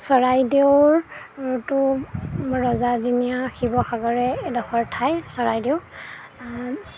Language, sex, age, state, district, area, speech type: Assamese, female, 30-45, Assam, Golaghat, urban, spontaneous